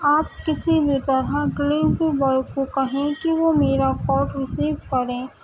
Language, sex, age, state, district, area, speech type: Urdu, female, 18-30, Uttar Pradesh, Gautam Buddha Nagar, rural, spontaneous